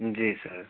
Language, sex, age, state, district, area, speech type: Hindi, male, 30-45, Uttar Pradesh, Chandauli, rural, conversation